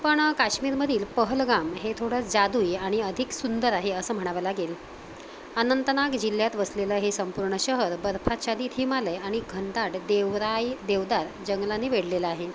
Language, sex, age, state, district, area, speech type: Marathi, female, 45-60, Maharashtra, Palghar, urban, spontaneous